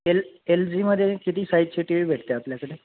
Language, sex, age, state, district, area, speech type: Marathi, male, 30-45, Maharashtra, Nanded, rural, conversation